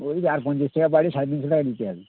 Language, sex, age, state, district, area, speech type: Bengali, male, 30-45, West Bengal, Birbhum, urban, conversation